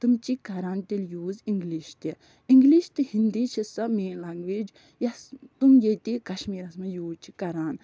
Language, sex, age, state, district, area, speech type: Kashmiri, female, 45-60, Jammu and Kashmir, Budgam, rural, spontaneous